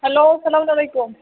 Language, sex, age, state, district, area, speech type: Kashmiri, female, 30-45, Jammu and Kashmir, Budgam, rural, conversation